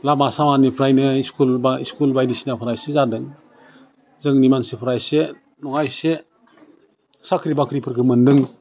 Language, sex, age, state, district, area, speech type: Bodo, male, 45-60, Assam, Udalguri, urban, spontaneous